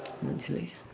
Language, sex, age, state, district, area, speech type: Maithili, female, 30-45, Bihar, Samastipur, rural, spontaneous